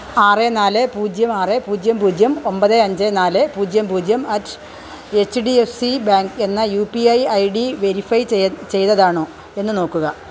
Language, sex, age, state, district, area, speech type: Malayalam, female, 45-60, Kerala, Kollam, rural, read